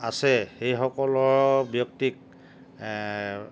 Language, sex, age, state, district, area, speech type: Assamese, male, 45-60, Assam, Lakhimpur, rural, spontaneous